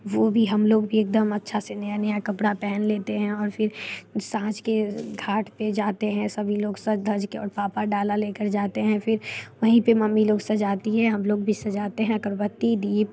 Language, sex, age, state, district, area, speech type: Hindi, female, 18-30, Bihar, Muzaffarpur, rural, spontaneous